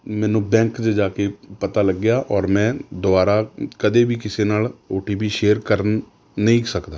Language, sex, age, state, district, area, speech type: Punjabi, male, 30-45, Punjab, Rupnagar, rural, spontaneous